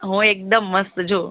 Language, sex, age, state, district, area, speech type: Gujarati, female, 30-45, Gujarat, Surat, urban, conversation